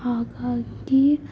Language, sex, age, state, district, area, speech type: Kannada, female, 18-30, Karnataka, Davanagere, rural, spontaneous